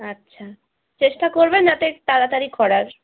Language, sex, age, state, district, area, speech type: Bengali, female, 18-30, West Bengal, Uttar Dinajpur, urban, conversation